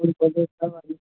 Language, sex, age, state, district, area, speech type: Maithili, male, 18-30, Bihar, Araria, rural, conversation